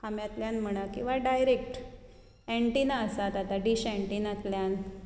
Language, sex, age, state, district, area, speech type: Goan Konkani, female, 45-60, Goa, Bardez, urban, spontaneous